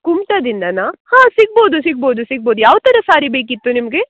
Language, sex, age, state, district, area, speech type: Kannada, female, 18-30, Karnataka, Uttara Kannada, rural, conversation